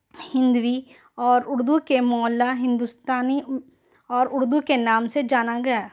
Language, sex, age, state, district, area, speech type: Urdu, female, 30-45, Telangana, Hyderabad, urban, spontaneous